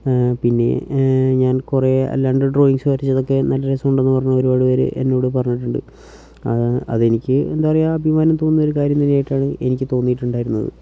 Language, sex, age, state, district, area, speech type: Malayalam, male, 18-30, Kerala, Wayanad, rural, spontaneous